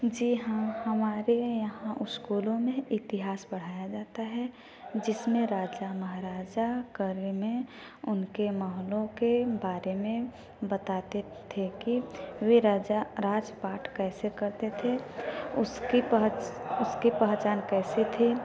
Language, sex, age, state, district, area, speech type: Hindi, female, 18-30, Uttar Pradesh, Varanasi, rural, spontaneous